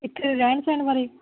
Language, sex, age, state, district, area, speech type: Punjabi, female, 18-30, Punjab, Shaheed Bhagat Singh Nagar, urban, conversation